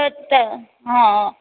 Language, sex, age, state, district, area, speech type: Gujarati, female, 18-30, Gujarat, Rajkot, urban, conversation